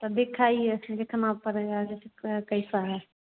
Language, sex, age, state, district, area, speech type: Hindi, female, 60+, Bihar, Madhepura, rural, conversation